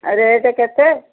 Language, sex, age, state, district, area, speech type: Odia, female, 45-60, Odisha, Angul, rural, conversation